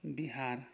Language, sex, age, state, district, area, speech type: Nepali, male, 60+, West Bengal, Kalimpong, rural, spontaneous